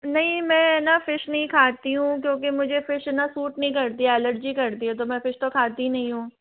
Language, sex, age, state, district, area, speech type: Hindi, male, 60+, Rajasthan, Jaipur, urban, conversation